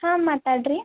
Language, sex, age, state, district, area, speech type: Kannada, female, 18-30, Karnataka, Belgaum, rural, conversation